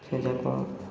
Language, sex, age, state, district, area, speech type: Odia, male, 30-45, Odisha, Koraput, urban, spontaneous